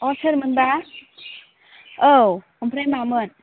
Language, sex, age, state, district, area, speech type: Bodo, female, 18-30, Assam, Baksa, rural, conversation